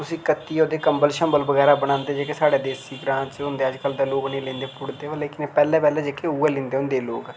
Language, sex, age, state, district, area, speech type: Dogri, male, 18-30, Jammu and Kashmir, Reasi, rural, spontaneous